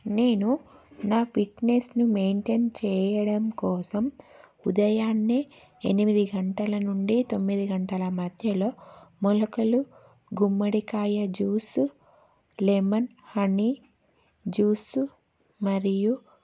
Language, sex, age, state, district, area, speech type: Telugu, female, 30-45, Telangana, Karimnagar, urban, spontaneous